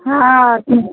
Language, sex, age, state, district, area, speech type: Maithili, female, 60+, Bihar, Saharsa, rural, conversation